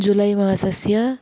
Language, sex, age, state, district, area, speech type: Sanskrit, female, 18-30, Karnataka, Uttara Kannada, rural, spontaneous